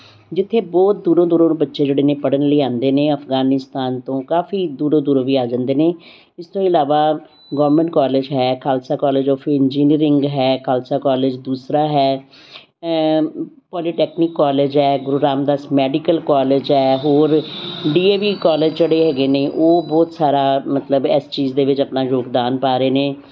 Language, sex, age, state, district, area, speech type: Punjabi, female, 60+, Punjab, Amritsar, urban, spontaneous